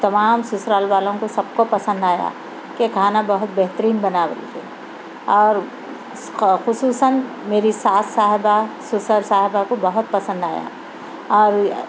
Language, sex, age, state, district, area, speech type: Urdu, female, 45-60, Telangana, Hyderabad, urban, spontaneous